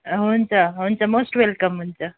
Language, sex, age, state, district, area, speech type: Nepali, female, 30-45, West Bengal, Kalimpong, rural, conversation